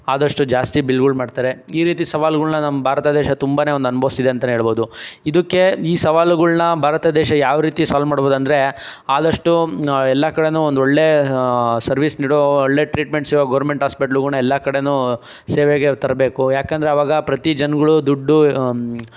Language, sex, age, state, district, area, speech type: Kannada, male, 18-30, Karnataka, Chikkaballapur, urban, spontaneous